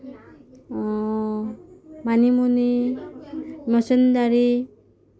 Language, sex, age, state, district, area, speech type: Assamese, female, 30-45, Assam, Kamrup Metropolitan, urban, spontaneous